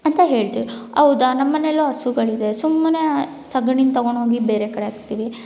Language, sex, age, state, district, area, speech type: Kannada, female, 18-30, Karnataka, Bangalore Rural, rural, spontaneous